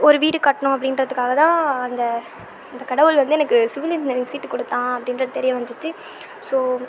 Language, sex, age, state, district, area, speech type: Tamil, female, 18-30, Tamil Nadu, Tiruvannamalai, urban, spontaneous